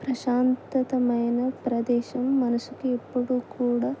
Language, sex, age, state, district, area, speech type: Telugu, female, 18-30, Telangana, Adilabad, urban, spontaneous